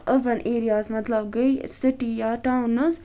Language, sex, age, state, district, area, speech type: Kashmiri, female, 30-45, Jammu and Kashmir, Budgam, rural, spontaneous